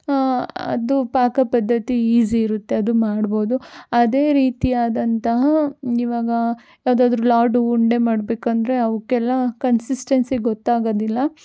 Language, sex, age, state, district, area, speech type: Kannada, female, 18-30, Karnataka, Chitradurga, rural, spontaneous